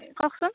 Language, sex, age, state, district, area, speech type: Assamese, female, 60+, Assam, Darrang, rural, conversation